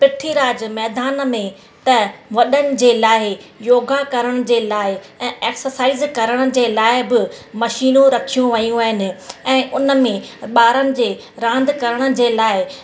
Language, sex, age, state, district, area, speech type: Sindhi, female, 30-45, Rajasthan, Ajmer, urban, spontaneous